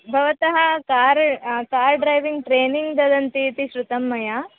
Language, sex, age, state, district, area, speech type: Sanskrit, female, 18-30, Karnataka, Dharwad, urban, conversation